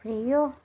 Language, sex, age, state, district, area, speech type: Dogri, female, 18-30, Jammu and Kashmir, Udhampur, rural, spontaneous